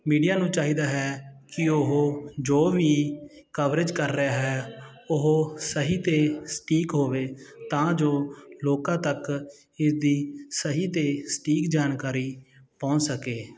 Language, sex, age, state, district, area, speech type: Punjabi, male, 30-45, Punjab, Sangrur, rural, spontaneous